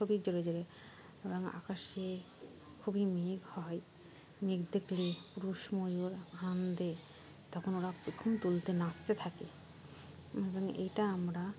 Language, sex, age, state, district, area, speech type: Bengali, female, 18-30, West Bengal, Dakshin Dinajpur, urban, spontaneous